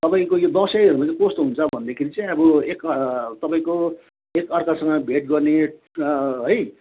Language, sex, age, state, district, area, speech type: Nepali, male, 45-60, West Bengal, Darjeeling, rural, conversation